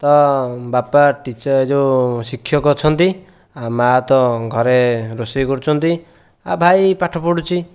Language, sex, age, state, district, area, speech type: Odia, male, 18-30, Odisha, Dhenkanal, rural, spontaneous